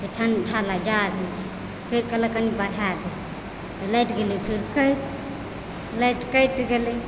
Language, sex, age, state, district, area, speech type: Maithili, female, 30-45, Bihar, Supaul, rural, spontaneous